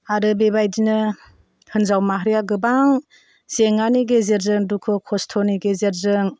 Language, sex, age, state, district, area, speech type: Bodo, female, 45-60, Assam, Chirang, rural, spontaneous